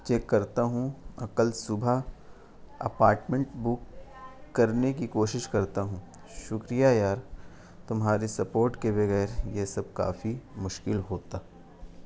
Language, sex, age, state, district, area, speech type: Urdu, male, 18-30, Bihar, Gaya, rural, spontaneous